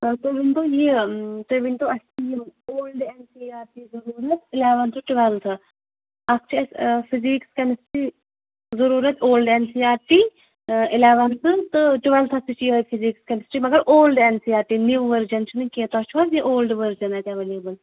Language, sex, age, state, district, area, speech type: Kashmiri, female, 30-45, Jammu and Kashmir, Shopian, urban, conversation